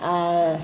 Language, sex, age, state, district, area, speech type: Maithili, female, 60+, Bihar, Saharsa, rural, spontaneous